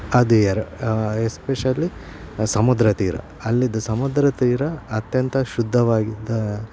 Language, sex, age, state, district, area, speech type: Kannada, male, 45-60, Karnataka, Udupi, rural, spontaneous